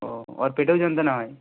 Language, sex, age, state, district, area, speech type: Bengali, male, 30-45, West Bengal, Purba Medinipur, rural, conversation